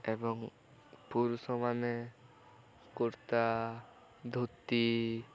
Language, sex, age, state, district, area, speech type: Odia, male, 18-30, Odisha, Koraput, urban, spontaneous